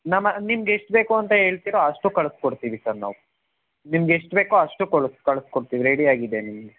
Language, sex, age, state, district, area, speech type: Kannada, male, 18-30, Karnataka, Chikkaballapur, urban, conversation